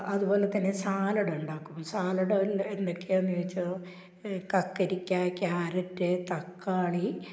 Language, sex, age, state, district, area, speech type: Malayalam, female, 60+, Kerala, Malappuram, rural, spontaneous